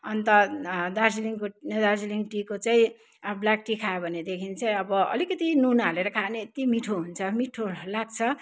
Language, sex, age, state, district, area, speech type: Nepali, male, 60+, West Bengal, Kalimpong, rural, spontaneous